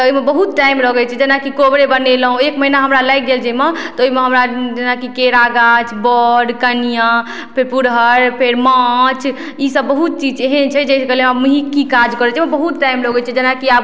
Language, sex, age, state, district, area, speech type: Maithili, female, 18-30, Bihar, Madhubani, rural, spontaneous